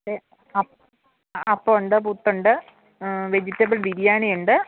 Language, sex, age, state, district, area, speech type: Malayalam, female, 45-60, Kerala, Idukki, rural, conversation